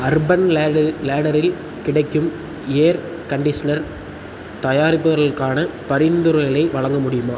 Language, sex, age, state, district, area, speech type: Tamil, male, 18-30, Tamil Nadu, Tiruchirappalli, rural, read